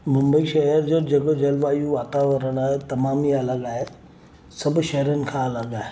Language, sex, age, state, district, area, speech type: Sindhi, male, 30-45, Maharashtra, Mumbai Suburban, urban, spontaneous